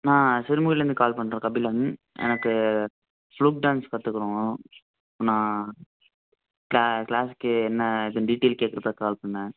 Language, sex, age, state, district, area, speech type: Tamil, male, 18-30, Tamil Nadu, Coimbatore, urban, conversation